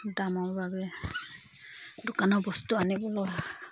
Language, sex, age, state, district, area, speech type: Assamese, female, 30-45, Assam, Dibrugarh, rural, spontaneous